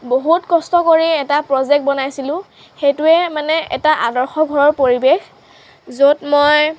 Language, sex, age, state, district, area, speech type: Assamese, female, 18-30, Assam, Lakhimpur, rural, spontaneous